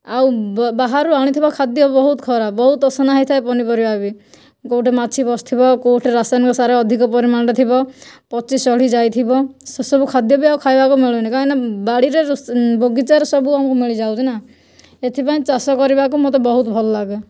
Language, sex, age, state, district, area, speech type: Odia, female, 18-30, Odisha, Kandhamal, rural, spontaneous